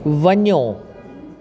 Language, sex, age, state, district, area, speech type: Sindhi, female, 60+, Delhi, South Delhi, urban, read